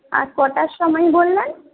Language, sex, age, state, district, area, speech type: Bengali, female, 18-30, West Bengal, Jhargram, rural, conversation